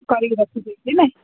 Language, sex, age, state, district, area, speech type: Odia, female, 45-60, Odisha, Sundergarh, urban, conversation